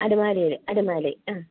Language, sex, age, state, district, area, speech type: Malayalam, female, 45-60, Kerala, Idukki, rural, conversation